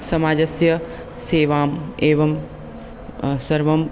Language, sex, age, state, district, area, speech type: Sanskrit, male, 18-30, Maharashtra, Chandrapur, rural, spontaneous